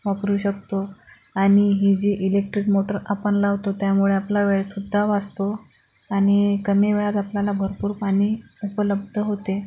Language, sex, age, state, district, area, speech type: Marathi, female, 45-60, Maharashtra, Akola, urban, spontaneous